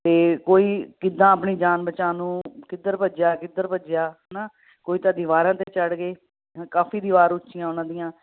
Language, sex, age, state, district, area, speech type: Punjabi, female, 45-60, Punjab, Ludhiana, urban, conversation